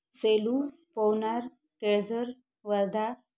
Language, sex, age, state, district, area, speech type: Marathi, female, 30-45, Maharashtra, Wardha, rural, spontaneous